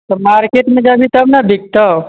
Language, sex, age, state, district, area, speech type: Maithili, male, 18-30, Bihar, Muzaffarpur, rural, conversation